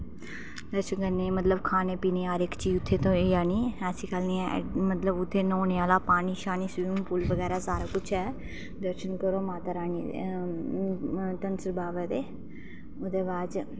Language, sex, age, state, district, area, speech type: Dogri, female, 30-45, Jammu and Kashmir, Reasi, rural, spontaneous